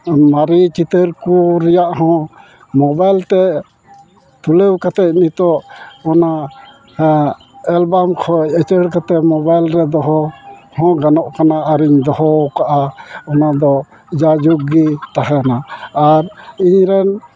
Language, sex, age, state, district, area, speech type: Santali, male, 60+, West Bengal, Malda, rural, spontaneous